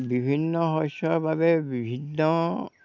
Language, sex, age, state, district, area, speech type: Assamese, male, 60+, Assam, Dhemaji, rural, spontaneous